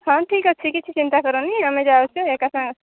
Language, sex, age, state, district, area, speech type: Odia, female, 45-60, Odisha, Angul, rural, conversation